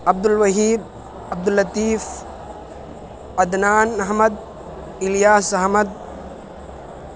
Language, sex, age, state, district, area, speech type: Urdu, male, 18-30, Uttar Pradesh, Balrampur, rural, spontaneous